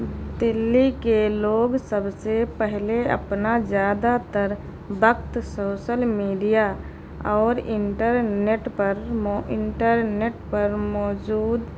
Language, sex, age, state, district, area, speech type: Urdu, female, 30-45, Delhi, New Delhi, urban, spontaneous